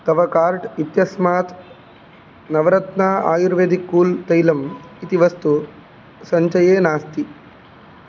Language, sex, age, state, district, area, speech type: Sanskrit, male, 18-30, Karnataka, Udupi, urban, read